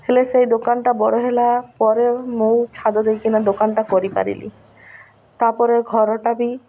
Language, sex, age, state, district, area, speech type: Odia, female, 45-60, Odisha, Malkangiri, urban, spontaneous